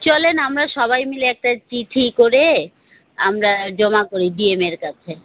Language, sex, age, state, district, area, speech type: Bengali, female, 30-45, West Bengal, Alipurduar, rural, conversation